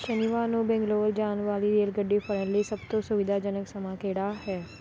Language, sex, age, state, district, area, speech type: Punjabi, female, 30-45, Punjab, Kapurthala, urban, read